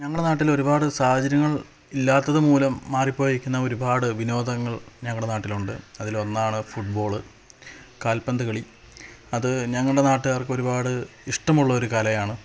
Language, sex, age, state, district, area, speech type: Malayalam, male, 18-30, Kerala, Idukki, rural, spontaneous